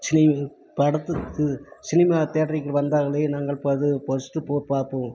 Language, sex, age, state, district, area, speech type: Tamil, male, 45-60, Tamil Nadu, Krishnagiri, rural, spontaneous